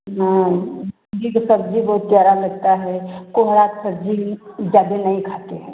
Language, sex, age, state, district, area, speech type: Hindi, female, 60+, Uttar Pradesh, Varanasi, rural, conversation